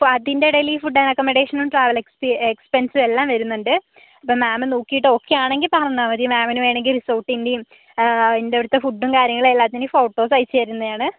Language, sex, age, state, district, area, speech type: Malayalam, female, 18-30, Kerala, Kozhikode, rural, conversation